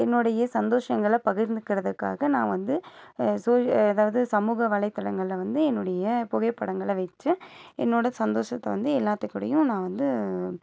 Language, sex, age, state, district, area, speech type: Tamil, female, 30-45, Tamil Nadu, Nilgiris, urban, spontaneous